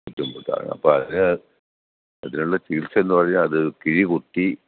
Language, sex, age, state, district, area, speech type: Malayalam, male, 60+, Kerala, Pathanamthitta, rural, conversation